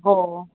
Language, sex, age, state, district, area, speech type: Marathi, female, 45-60, Maharashtra, Mumbai Suburban, urban, conversation